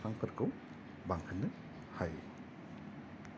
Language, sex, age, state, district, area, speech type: Bodo, male, 30-45, Assam, Kokrajhar, rural, spontaneous